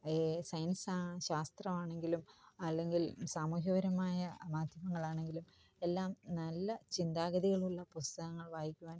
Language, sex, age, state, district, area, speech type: Malayalam, female, 45-60, Kerala, Kottayam, rural, spontaneous